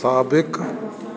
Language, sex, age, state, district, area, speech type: Sindhi, male, 60+, Delhi, South Delhi, urban, read